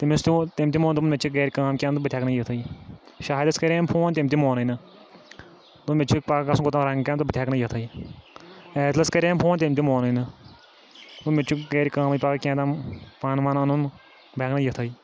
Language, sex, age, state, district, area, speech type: Kashmiri, male, 18-30, Jammu and Kashmir, Kulgam, rural, spontaneous